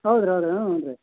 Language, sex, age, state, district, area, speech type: Kannada, male, 60+, Karnataka, Vijayanagara, rural, conversation